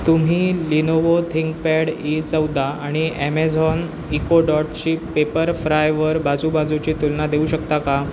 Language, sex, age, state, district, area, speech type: Marathi, male, 18-30, Maharashtra, Pune, urban, read